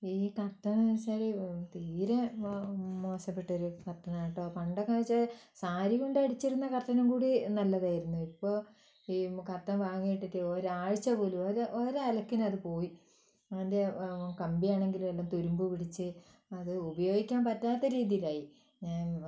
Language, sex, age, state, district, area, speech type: Malayalam, female, 60+, Kerala, Wayanad, rural, spontaneous